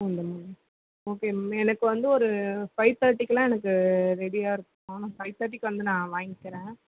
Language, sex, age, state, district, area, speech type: Tamil, female, 18-30, Tamil Nadu, Chennai, urban, conversation